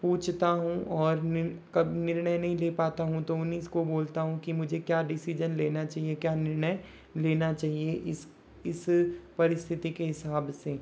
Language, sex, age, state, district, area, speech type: Hindi, male, 60+, Rajasthan, Jodhpur, rural, spontaneous